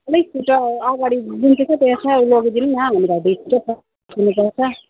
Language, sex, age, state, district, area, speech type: Nepali, female, 45-60, West Bengal, Alipurduar, rural, conversation